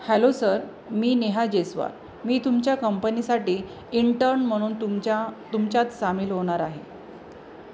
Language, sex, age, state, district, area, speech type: Marathi, female, 30-45, Maharashtra, Jalna, urban, read